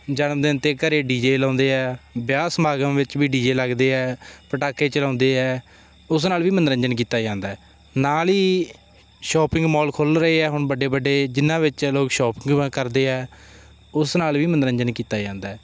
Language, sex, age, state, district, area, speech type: Punjabi, male, 18-30, Punjab, Bathinda, rural, spontaneous